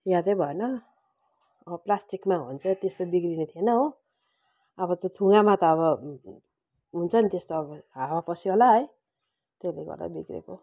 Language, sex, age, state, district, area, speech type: Nepali, female, 60+, West Bengal, Kalimpong, rural, spontaneous